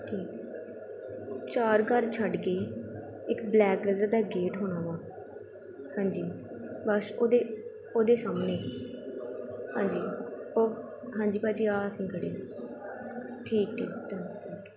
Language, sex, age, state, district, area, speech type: Punjabi, female, 18-30, Punjab, Pathankot, urban, spontaneous